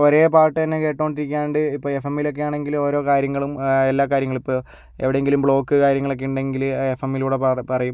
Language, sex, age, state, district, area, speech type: Malayalam, male, 60+, Kerala, Kozhikode, urban, spontaneous